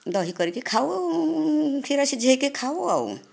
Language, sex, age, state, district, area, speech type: Odia, female, 60+, Odisha, Nayagarh, rural, spontaneous